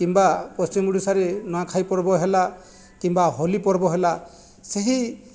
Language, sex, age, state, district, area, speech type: Odia, male, 45-60, Odisha, Jajpur, rural, spontaneous